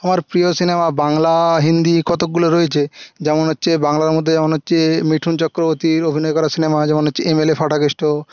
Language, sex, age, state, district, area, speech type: Bengali, male, 18-30, West Bengal, Jhargram, rural, spontaneous